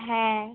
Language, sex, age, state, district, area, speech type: Bengali, female, 18-30, West Bengal, Cooch Behar, urban, conversation